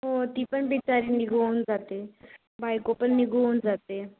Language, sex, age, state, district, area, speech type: Marathi, male, 18-30, Maharashtra, Nagpur, urban, conversation